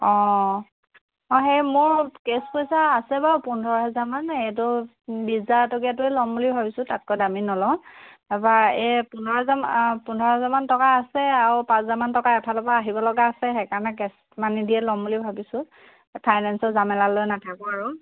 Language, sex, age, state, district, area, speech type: Assamese, female, 30-45, Assam, Dhemaji, rural, conversation